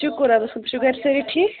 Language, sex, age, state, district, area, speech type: Kashmiri, female, 18-30, Jammu and Kashmir, Budgam, rural, conversation